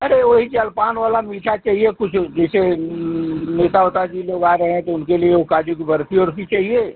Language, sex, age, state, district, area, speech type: Hindi, male, 45-60, Uttar Pradesh, Azamgarh, rural, conversation